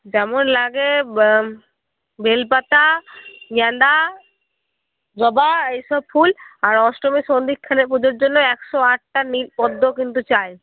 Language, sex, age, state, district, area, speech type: Bengali, female, 30-45, West Bengal, Paschim Bardhaman, urban, conversation